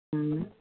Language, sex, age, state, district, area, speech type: Urdu, male, 18-30, Bihar, Purnia, rural, conversation